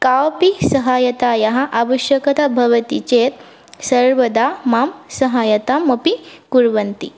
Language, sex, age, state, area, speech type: Sanskrit, female, 18-30, Assam, rural, spontaneous